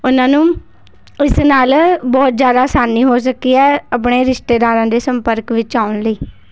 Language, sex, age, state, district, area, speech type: Punjabi, female, 18-30, Punjab, Patiala, urban, spontaneous